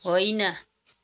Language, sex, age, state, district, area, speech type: Nepali, female, 30-45, West Bengal, Kalimpong, rural, read